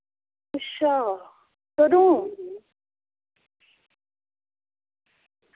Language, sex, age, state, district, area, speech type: Dogri, female, 45-60, Jammu and Kashmir, Udhampur, urban, conversation